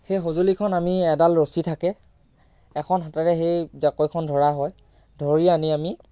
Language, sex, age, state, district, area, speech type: Assamese, male, 18-30, Assam, Lakhimpur, rural, spontaneous